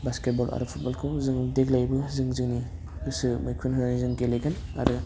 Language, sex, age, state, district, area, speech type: Bodo, male, 18-30, Assam, Udalguri, urban, spontaneous